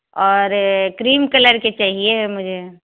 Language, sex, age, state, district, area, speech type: Hindi, female, 60+, Madhya Pradesh, Jabalpur, urban, conversation